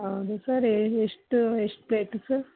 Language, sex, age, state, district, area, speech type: Kannada, female, 30-45, Karnataka, Chitradurga, urban, conversation